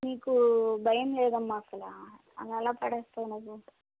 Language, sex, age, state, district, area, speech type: Telugu, female, 18-30, Andhra Pradesh, Guntur, urban, conversation